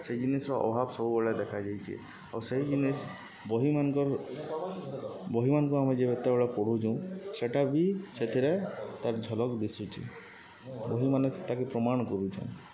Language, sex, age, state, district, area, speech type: Odia, male, 30-45, Odisha, Subarnapur, urban, spontaneous